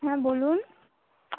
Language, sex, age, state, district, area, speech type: Bengali, female, 18-30, West Bengal, Birbhum, urban, conversation